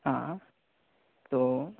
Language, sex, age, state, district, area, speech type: Bengali, male, 30-45, West Bengal, Nadia, rural, conversation